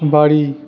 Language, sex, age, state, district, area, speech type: Bengali, male, 18-30, West Bengal, Jalpaiguri, rural, read